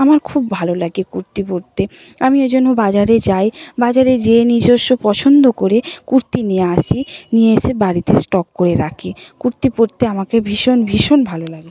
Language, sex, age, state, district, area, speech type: Bengali, female, 45-60, West Bengal, Nadia, rural, spontaneous